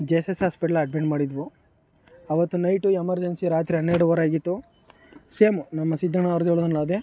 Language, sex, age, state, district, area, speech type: Kannada, male, 18-30, Karnataka, Chamarajanagar, rural, spontaneous